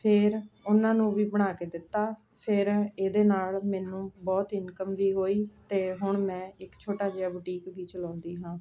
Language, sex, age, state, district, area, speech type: Punjabi, female, 45-60, Punjab, Ludhiana, urban, spontaneous